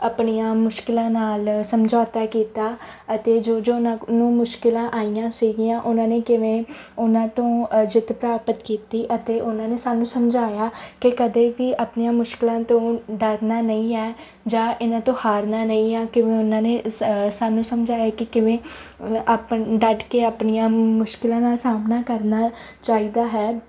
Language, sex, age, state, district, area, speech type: Punjabi, female, 18-30, Punjab, Mansa, rural, spontaneous